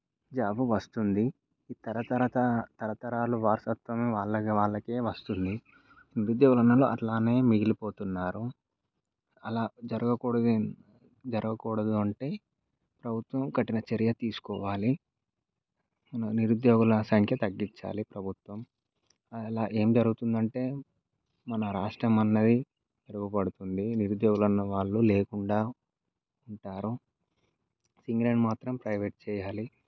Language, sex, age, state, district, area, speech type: Telugu, male, 18-30, Telangana, Mancherial, rural, spontaneous